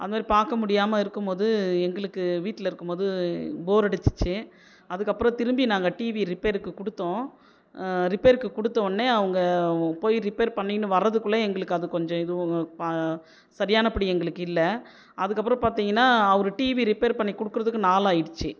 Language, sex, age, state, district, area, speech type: Tamil, female, 45-60, Tamil Nadu, Viluppuram, urban, spontaneous